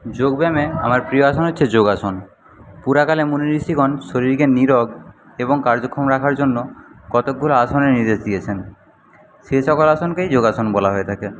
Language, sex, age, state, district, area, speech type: Bengali, male, 60+, West Bengal, Paschim Medinipur, rural, spontaneous